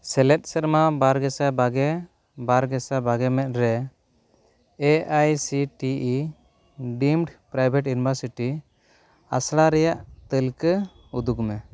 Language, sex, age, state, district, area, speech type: Santali, male, 45-60, Odisha, Mayurbhanj, rural, read